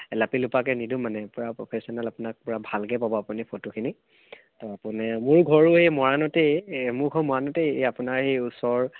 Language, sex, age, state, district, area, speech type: Assamese, male, 18-30, Assam, Charaideo, urban, conversation